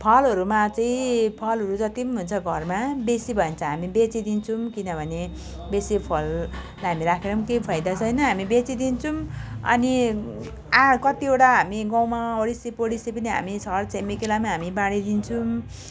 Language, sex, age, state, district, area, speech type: Nepali, female, 45-60, West Bengal, Jalpaiguri, rural, spontaneous